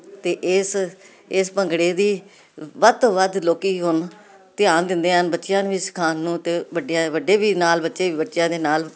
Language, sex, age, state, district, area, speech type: Punjabi, female, 60+, Punjab, Jalandhar, urban, spontaneous